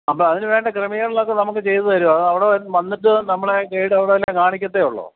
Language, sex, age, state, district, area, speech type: Malayalam, male, 45-60, Kerala, Kottayam, rural, conversation